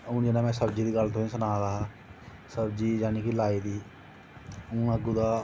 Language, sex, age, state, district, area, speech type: Dogri, male, 30-45, Jammu and Kashmir, Jammu, rural, spontaneous